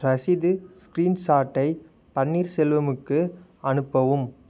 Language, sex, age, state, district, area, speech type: Tamil, male, 18-30, Tamil Nadu, Nagapattinam, rural, read